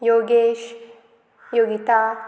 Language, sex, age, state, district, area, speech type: Goan Konkani, female, 18-30, Goa, Murmgao, rural, spontaneous